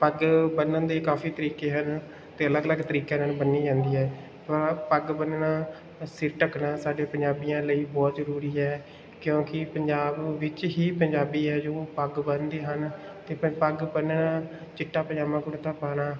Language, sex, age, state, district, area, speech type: Punjabi, male, 18-30, Punjab, Bathinda, rural, spontaneous